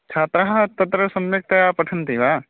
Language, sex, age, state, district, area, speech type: Sanskrit, male, 18-30, Odisha, Balangir, rural, conversation